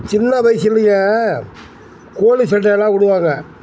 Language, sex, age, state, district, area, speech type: Tamil, male, 60+, Tamil Nadu, Tiruchirappalli, rural, spontaneous